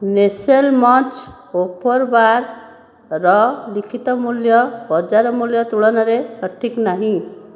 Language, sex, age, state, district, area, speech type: Odia, female, 30-45, Odisha, Khordha, rural, read